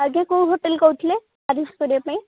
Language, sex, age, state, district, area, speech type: Odia, female, 18-30, Odisha, Kendrapara, urban, conversation